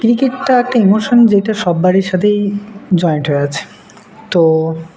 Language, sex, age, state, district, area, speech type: Bengali, male, 18-30, West Bengal, Murshidabad, urban, spontaneous